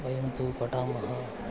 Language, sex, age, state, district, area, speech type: Sanskrit, male, 30-45, Kerala, Thiruvananthapuram, urban, spontaneous